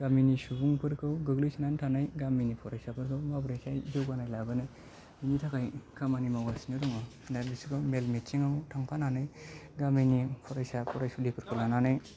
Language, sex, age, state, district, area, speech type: Bodo, male, 30-45, Assam, Kokrajhar, rural, spontaneous